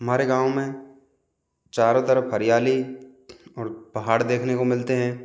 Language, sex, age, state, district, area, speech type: Hindi, male, 45-60, Rajasthan, Jaipur, urban, spontaneous